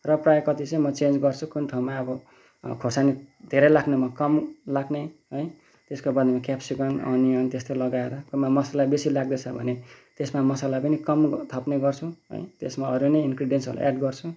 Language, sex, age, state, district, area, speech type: Nepali, male, 30-45, West Bengal, Kalimpong, rural, spontaneous